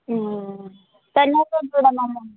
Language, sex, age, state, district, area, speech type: Telugu, female, 18-30, Telangana, Mahbubnagar, rural, conversation